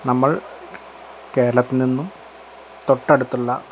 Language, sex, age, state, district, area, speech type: Malayalam, male, 30-45, Kerala, Malappuram, rural, spontaneous